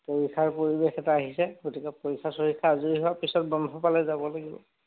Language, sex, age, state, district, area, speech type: Assamese, male, 45-60, Assam, Dhemaji, rural, conversation